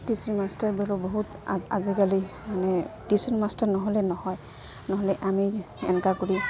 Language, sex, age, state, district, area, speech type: Assamese, female, 30-45, Assam, Goalpara, rural, spontaneous